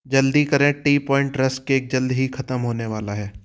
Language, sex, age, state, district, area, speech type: Hindi, male, 30-45, Madhya Pradesh, Jabalpur, urban, read